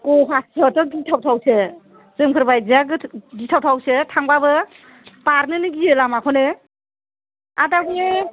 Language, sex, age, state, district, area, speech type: Bodo, female, 60+, Assam, Kokrajhar, urban, conversation